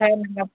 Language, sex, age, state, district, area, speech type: Hindi, female, 60+, Uttar Pradesh, Mau, urban, conversation